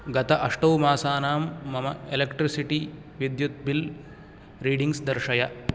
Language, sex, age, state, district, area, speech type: Sanskrit, male, 18-30, Karnataka, Uttara Kannada, rural, read